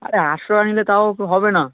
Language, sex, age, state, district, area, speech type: Bengali, male, 18-30, West Bengal, South 24 Parganas, rural, conversation